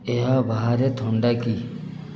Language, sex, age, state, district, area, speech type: Odia, male, 30-45, Odisha, Ganjam, urban, read